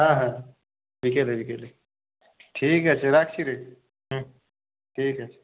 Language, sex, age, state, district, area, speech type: Bengali, male, 18-30, West Bengal, Purulia, urban, conversation